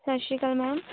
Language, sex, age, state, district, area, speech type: Punjabi, female, 18-30, Punjab, Firozpur, rural, conversation